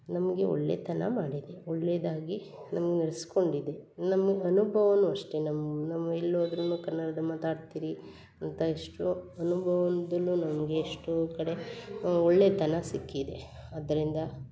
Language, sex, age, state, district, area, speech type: Kannada, female, 45-60, Karnataka, Hassan, urban, spontaneous